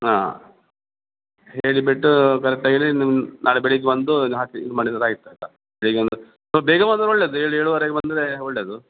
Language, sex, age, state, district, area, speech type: Kannada, male, 45-60, Karnataka, Dakshina Kannada, rural, conversation